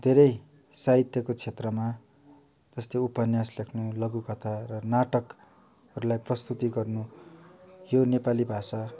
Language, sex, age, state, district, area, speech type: Nepali, male, 45-60, West Bengal, Darjeeling, rural, spontaneous